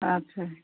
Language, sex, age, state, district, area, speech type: Odia, female, 60+, Odisha, Gajapati, rural, conversation